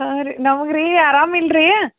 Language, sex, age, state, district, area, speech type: Kannada, female, 60+, Karnataka, Belgaum, rural, conversation